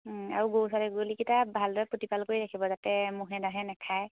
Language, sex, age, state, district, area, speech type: Assamese, female, 18-30, Assam, Majuli, urban, conversation